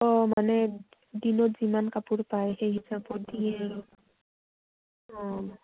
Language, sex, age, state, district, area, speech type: Assamese, female, 18-30, Assam, Udalguri, rural, conversation